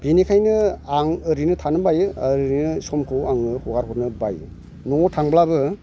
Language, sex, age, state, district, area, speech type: Bodo, male, 45-60, Assam, Chirang, rural, spontaneous